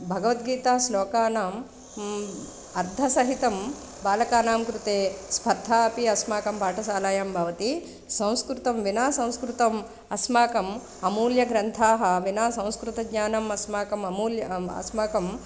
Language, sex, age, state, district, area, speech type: Sanskrit, female, 45-60, Andhra Pradesh, East Godavari, urban, spontaneous